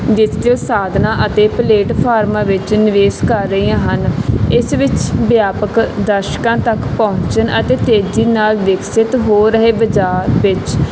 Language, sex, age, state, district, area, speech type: Punjabi, female, 18-30, Punjab, Barnala, urban, spontaneous